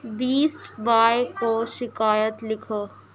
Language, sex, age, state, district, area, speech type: Urdu, female, 18-30, Uttar Pradesh, Gautam Buddha Nagar, rural, read